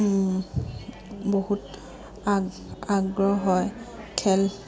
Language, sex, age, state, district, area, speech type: Assamese, female, 30-45, Assam, Dibrugarh, rural, spontaneous